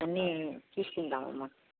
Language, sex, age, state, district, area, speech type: Telugu, female, 30-45, Andhra Pradesh, N T Rama Rao, urban, conversation